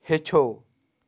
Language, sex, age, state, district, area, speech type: Kashmiri, male, 18-30, Jammu and Kashmir, Baramulla, rural, read